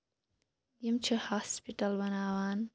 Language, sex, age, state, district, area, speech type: Kashmiri, female, 18-30, Jammu and Kashmir, Shopian, rural, spontaneous